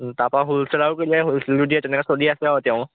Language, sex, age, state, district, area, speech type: Assamese, male, 18-30, Assam, Majuli, urban, conversation